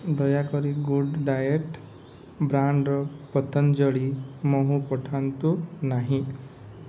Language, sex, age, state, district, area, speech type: Odia, male, 18-30, Odisha, Rayagada, rural, read